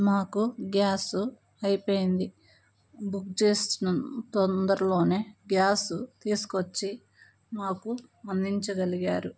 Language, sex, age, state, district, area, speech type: Telugu, female, 30-45, Andhra Pradesh, Palnadu, rural, spontaneous